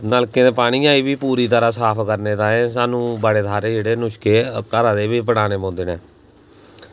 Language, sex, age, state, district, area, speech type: Dogri, male, 18-30, Jammu and Kashmir, Samba, rural, spontaneous